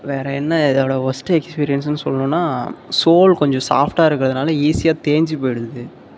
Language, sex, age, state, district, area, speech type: Tamil, male, 18-30, Tamil Nadu, Tiruvarur, rural, spontaneous